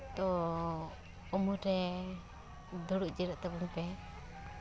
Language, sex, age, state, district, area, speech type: Santali, female, 18-30, West Bengal, Paschim Bardhaman, rural, spontaneous